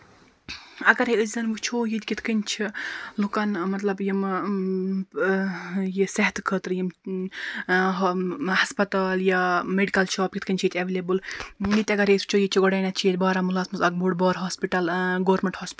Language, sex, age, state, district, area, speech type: Kashmiri, female, 30-45, Jammu and Kashmir, Baramulla, rural, spontaneous